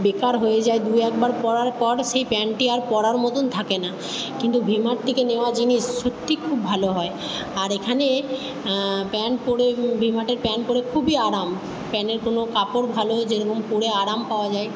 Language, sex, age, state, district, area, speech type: Bengali, female, 30-45, West Bengal, Purba Bardhaman, urban, spontaneous